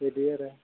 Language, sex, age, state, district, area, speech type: Bodo, male, 18-30, Assam, Kokrajhar, rural, conversation